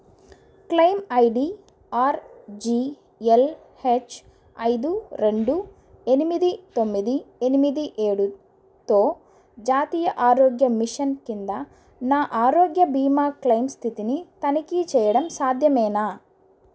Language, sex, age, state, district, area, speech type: Telugu, female, 30-45, Andhra Pradesh, Chittoor, urban, read